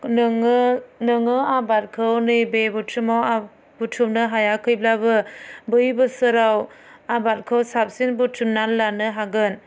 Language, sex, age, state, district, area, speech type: Bodo, female, 30-45, Assam, Chirang, rural, spontaneous